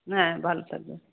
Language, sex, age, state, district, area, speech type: Bengali, female, 60+, West Bengal, Darjeeling, urban, conversation